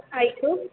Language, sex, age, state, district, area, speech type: Kannada, female, 18-30, Karnataka, Mysore, urban, conversation